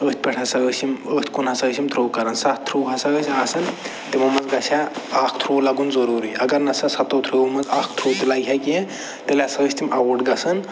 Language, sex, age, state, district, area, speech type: Kashmiri, male, 45-60, Jammu and Kashmir, Budgam, urban, spontaneous